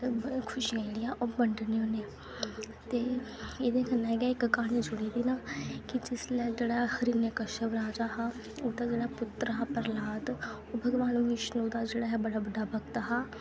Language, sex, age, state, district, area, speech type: Dogri, female, 18-30, Jammu and Kashmir, Kathua, rural, spontaneous